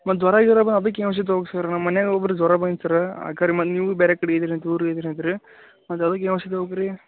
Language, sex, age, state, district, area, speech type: Kannada, male, 30-45, Karnataka, Gadag, rural, conversation